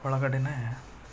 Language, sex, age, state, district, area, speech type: Kannada, male, 45-60, Karnataka, Koppal, urban, spontaneous